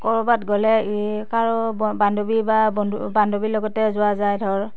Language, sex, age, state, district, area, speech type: Assamese, female, 60+, Assam, Darrang, rural, spontaneous